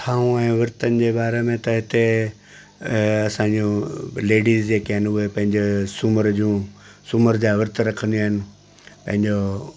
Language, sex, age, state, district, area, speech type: Sindhi, male, 60+, Gujarat, Kutch, rural, spontaneous